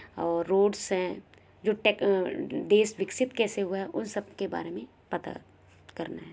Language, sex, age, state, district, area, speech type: Hindi, female, 30-45, Madhya Pradesh, Balaghat, rural, spontaneous